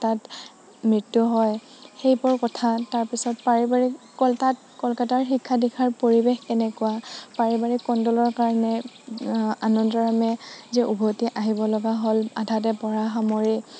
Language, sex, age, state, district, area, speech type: Assamese, female, 30-45, Assam, Nagaon, rural, spontaneous